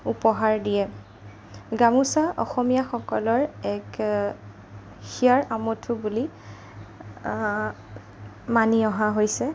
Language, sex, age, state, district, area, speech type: Assamese, female, 30-45, Assam, Darrang, rural, spontaneous